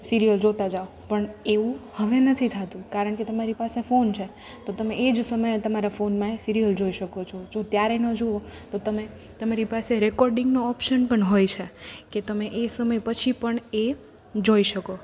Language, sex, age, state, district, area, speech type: Gujarati, female, 18-30, Gujarat, Rajkot, urban, spontaneous